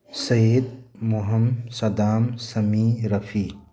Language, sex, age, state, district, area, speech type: Manipuri, male, 30-45, Manipur, Tengnoupal, urban, spontaneous